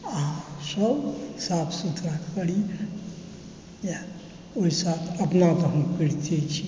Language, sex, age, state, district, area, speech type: Maithili, male, 60+, Bihar, Supaul, rural, spontaneous